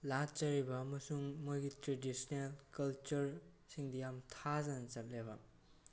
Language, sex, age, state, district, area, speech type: Manipuri, male, 18-30, Manipur, Tengnoupal, rural, spontaneous